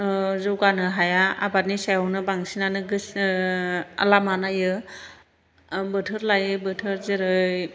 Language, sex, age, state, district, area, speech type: Bodo, female, 45-60, Assam, Chirang, urban, spontaneous